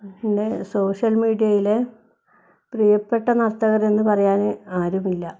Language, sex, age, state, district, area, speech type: Malayalam, female, 60+, Kerala, Wayanad, rural, spontaneous